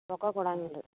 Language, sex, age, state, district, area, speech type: Kannada, female, 60+, Karnataka, Belgaum, rural, conversation